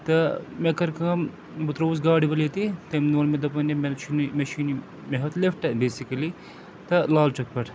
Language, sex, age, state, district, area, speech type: Kashmiri, male, 45-60, Jammu and Kashmir, Srinagar, urban, spontaneous